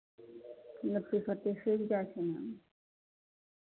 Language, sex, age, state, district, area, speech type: Maithili, female, 45-60, Bihar, Madhepura, rural, conversation